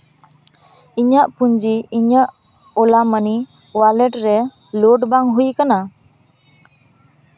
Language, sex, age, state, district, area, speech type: Santali, female, 18-30, West Bengal, Purba Bardhaman, rural, read